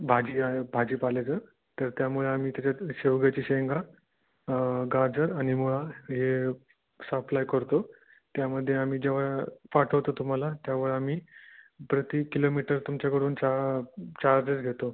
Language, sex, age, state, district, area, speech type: Marathi, male, 18-30, Maharashtra, Jalna, urban, conversation